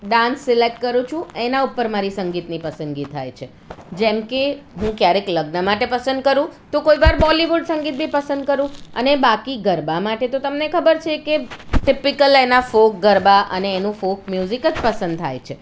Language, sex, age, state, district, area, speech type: Gujarati, female, 45-60, Gujarat, Surat, urban, spontaneous